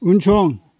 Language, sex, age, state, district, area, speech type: Bodo, male, 60+, Assam, Chirang, rural, read